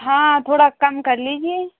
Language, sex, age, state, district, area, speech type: Hindi, female, 18-30, Madhya Pradesh, Seoni, urban, conversation